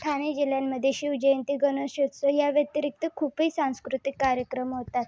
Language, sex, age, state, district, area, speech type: Marathi, female, 18-30, Maharashtra, Thane, urban, spontaneous